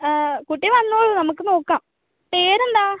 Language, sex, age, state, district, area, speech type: Malayalam, female, 18-30, Kerala, Kasaragod, urban, conversation